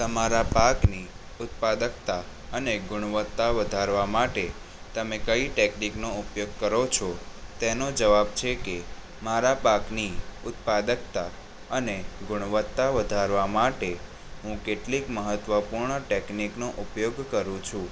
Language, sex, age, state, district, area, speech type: Gujarati, male, 18-30, Gujarat, Kheda, rural, spontaneous